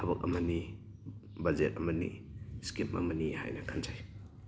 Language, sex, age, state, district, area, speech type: Manipuri, male, 18-30, Manipur, Thoubal, rural, spontaneous